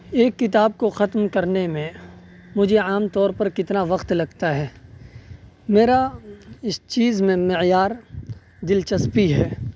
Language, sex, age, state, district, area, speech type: Urdu, male, 18-30, Uttar Pradesh, Saharanpur, urban, spontaneous